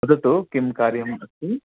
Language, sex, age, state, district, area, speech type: Sanskrit, male, 30-45, Karnataka, Bangalore Urban, urban, conversation